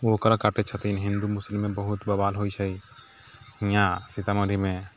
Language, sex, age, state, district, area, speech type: Maithili, male, 30-45, Bihar, Sitamarhi, urban, spontaneous